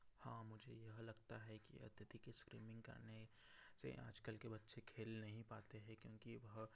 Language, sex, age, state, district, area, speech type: Hindi, male, 30-45, Madhya Pradesh, Betul, rural, spontaneous